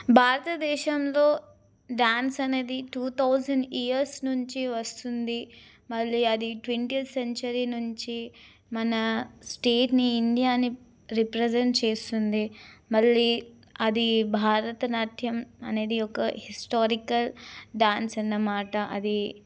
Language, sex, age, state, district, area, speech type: Telugu, female, 18-30, Telangana, Warangal, rural, spontaneous